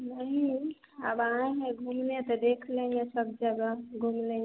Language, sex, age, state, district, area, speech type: Hindi, female, 30-45, Bihar, Begusarai, urban, conversation